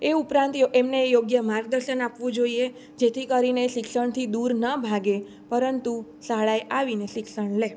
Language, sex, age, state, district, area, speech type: Gujarati, female, 18-30, Gujarat, Surat, rural, spontaneous